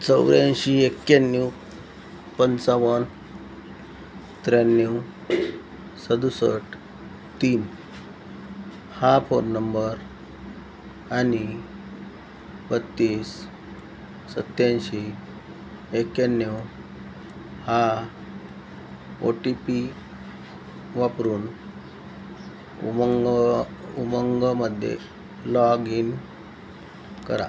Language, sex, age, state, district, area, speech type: Marathi, male, 30-45, Maharashtra, Washim, rural, read